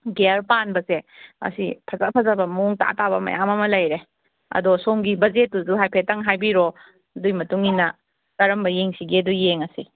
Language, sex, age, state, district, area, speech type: Manipuri, female, 45-60, Manipur, Kangpokpi, urban, conversation